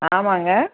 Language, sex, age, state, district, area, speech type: Tamil, female, 60+, Tamil Nadu, Dharmapuri, urban, conversation